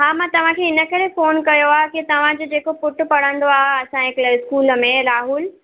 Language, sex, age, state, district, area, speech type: Sindhi, female, 30-45, Maharashtra, Mumbai Suburban, urban, conversation